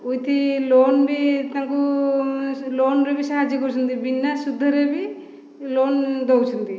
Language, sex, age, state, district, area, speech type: Odia, female, 45-60, Odisha, Khordha, rural, spontaneous